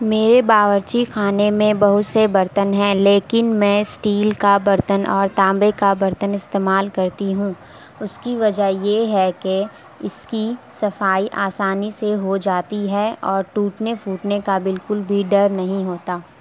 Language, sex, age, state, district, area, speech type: Urdu, female, 18-30, Uttar Pradesh, Gautam Buddha Nagar, urban, spontaneous